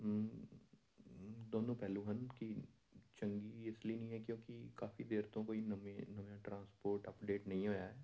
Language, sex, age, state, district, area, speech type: Punjabi, male, 30-45, Punjab, Amritsar, urban, spontaneous